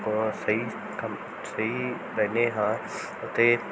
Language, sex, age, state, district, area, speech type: Punjabi, male, 18-30, Punjab, Bathinda, rural, spontaneous